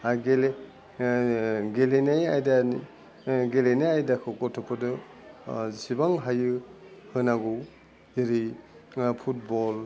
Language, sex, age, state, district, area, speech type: Bodo, male, 60+, Assam, Udalguri, urban, spontaneous